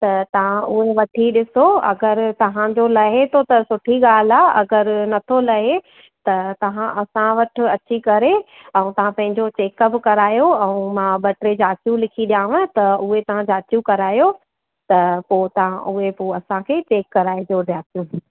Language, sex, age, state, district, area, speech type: Sindhi, female, 30-45, Madhya Pradesh, Katni, urban, conversation